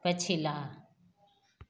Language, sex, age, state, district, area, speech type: Maithili, female, 60+, Bihar, Madhepura, urban, read